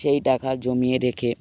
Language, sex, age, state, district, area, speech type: Bengali, male, 18-30, West Bengal, Dakshin Dinajpur, urban, spontaneous